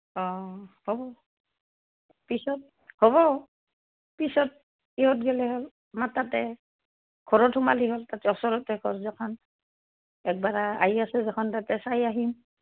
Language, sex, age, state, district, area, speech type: Assamese, female, 60+, Assam, Goalpara, urban, conversation